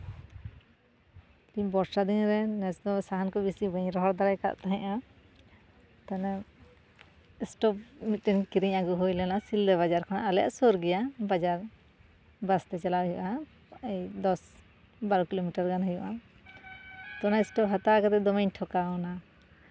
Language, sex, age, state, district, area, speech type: Santali, female, 30-45, West Bengal, Jhargram, rural, spontaneous